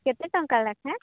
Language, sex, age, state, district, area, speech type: Odia, female, 18-30, Odisha, Sambalpur, rural, conversation